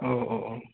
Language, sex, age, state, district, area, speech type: Bodo, male, 18-30, Assam, Udalguri, rural, conversation